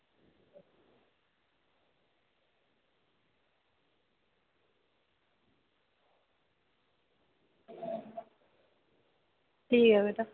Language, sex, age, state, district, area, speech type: Dogri, female, 18-30, Jammu and Kashmir, Kathua, rural, conversation